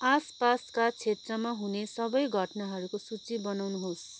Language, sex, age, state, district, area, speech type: Nepali, female, 30-45, West Bengal, Kalimpong, rural, read